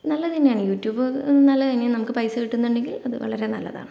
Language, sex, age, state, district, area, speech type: Malayalam, female, 18-30, Kerala, Kannur, rural, spontaneous